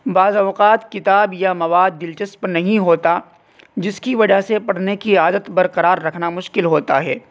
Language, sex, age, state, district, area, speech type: Urdu, male, 18-30, Uttar Pradesh, Saharanpur, urban, spontaneous